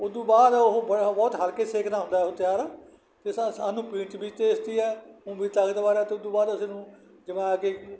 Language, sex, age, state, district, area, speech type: Punjabi, male, 60+, Punjab, Barnala, rural, spontaneous